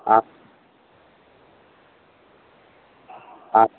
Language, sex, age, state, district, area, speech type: Sanskrit, male, 18-30, Odisha, Ganjam, rural, conversation